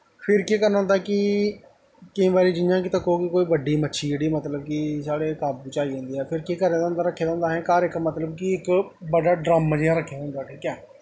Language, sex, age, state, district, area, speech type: Dogri, male, 30-45, Jammu and Kashmir, Jammu, rural, spontaneous